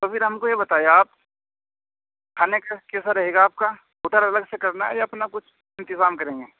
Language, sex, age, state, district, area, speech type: Urdu, male, 18-30, Uttar Pradesh, Saharanpur, urban, conversation